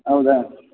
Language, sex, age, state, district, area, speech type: Kannada, male, 30-45, Karnataka, Bellary, rural, conversation